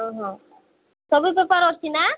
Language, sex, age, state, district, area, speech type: Odia, female, 18-30, Odisha, Malkangiri, urban, conversation